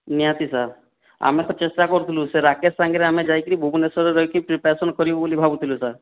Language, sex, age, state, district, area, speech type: Odia, male, 45-60, Odisha, Boudh, rural, conversation